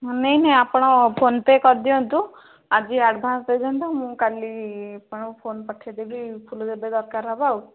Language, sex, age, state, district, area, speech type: Odia, female, 45-60, Odisha, Bhadrak, rural, conversation